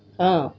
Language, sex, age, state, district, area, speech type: Assamese, female, 45-60, Assam, Golaghat, urban, spontaneous